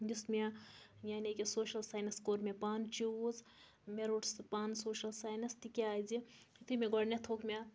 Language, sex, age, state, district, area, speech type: Kashmiri, female, 30-45, Jammu and Kashmir, Budgam, rural, spontaneous